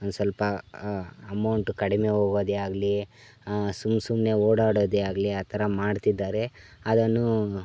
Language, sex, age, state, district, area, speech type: Kannada, male, 18-30, Karnataka, Chikkaballapur, rural, spontaneous